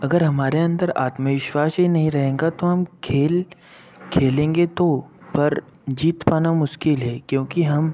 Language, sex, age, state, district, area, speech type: Hindi, male, 30-45, Madhya Pradesh, Betul, urban, spontaneous